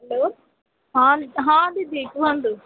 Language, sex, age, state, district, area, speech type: Odia, female, 45-60, Odisha, Sundergarh, rural, conversation